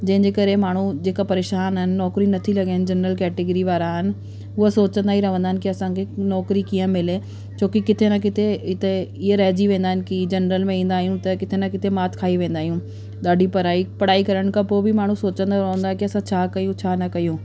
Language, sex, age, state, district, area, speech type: Sindhi, female, 30-45, Delhi, South Delhi, urban, spontaneous